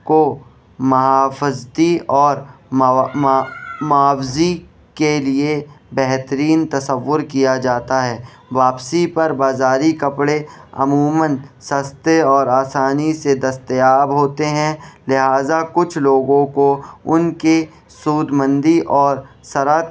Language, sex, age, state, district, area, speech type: Urdu, male, 18-30, Delhi, East Delhi, urban, spontaneous